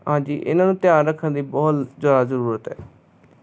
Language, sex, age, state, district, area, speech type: Punjabi, male, 30-45, Punjab, Hoshiarpur, rural, spontaneous